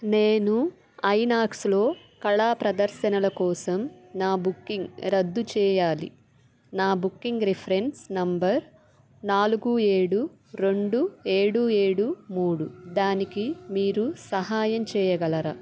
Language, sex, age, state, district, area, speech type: Telugu, female, 30-45, Andhra Pradesh, Bapatla, rural, read